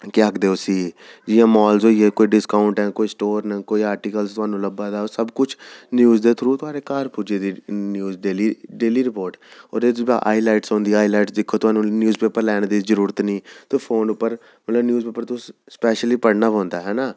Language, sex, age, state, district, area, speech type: Dogri, male, 30-45, Jammu and Kashmir, Jammu, urban, spontaneous